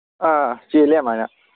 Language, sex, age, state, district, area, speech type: Manipuri, male, 18-30, Manipur, Kangpokpi, urban, conversation